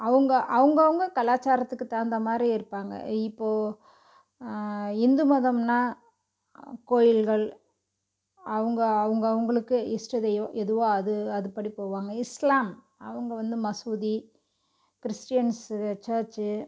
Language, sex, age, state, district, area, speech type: Tamil, female, 45-60, Tamil Nadu, Dharmapuri, urban, spontaneous